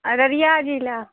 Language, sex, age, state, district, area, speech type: Maithili, female, 30-45, Bihar, Araria, rural, conversation